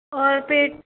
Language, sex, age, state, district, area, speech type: Hindi, female, 18-30, Madhya Pradesh, Jabalpur, urban, conversation